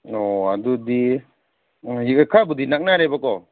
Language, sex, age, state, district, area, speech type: Manipuri, male, 30-45, Manipur, Kangpokpi, urban, conversation